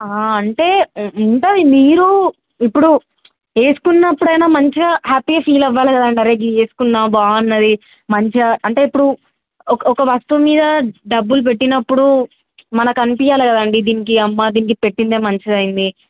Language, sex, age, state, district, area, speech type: Telugu, female, 18-30, Telangana, Mulugu, urban, conversation